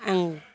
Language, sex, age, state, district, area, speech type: Bodo, female, 60+, Assam, Chirang, rural, spontaneous